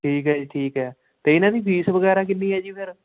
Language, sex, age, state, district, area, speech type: Punjabi, male, 18-30, Punjab, Shaheed Bhagat Singh Nagar, urban, conversation